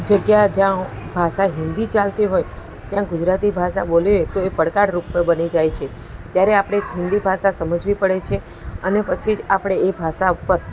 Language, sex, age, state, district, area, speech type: Gujarati, female, 45-60, Gujarat, Ahmedabad, urban, spontaneous